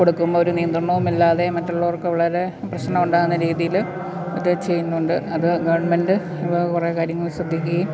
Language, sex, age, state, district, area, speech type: Malayalam, female, 45-60, Kerala, Pathanamthitta, rural, spontaneous